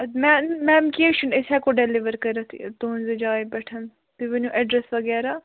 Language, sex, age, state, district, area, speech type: Kashmiri, female, 18-30, Jammu and Kashmir, Budgam, rural, conversation